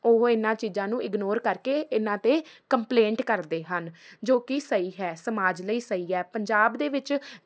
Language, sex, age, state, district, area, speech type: Punjabi, female, 18-30, Punjab, Faridkot, urban, spontaneous